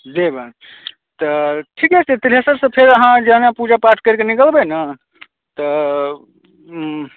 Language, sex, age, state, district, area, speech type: Maithili, male, 18-30, Bihar, Supaul, urban, conversation